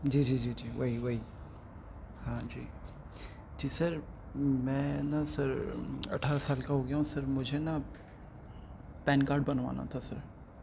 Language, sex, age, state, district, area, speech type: Urdu, male, 18-30, Delhi, North East Delhi, urban, spontaneous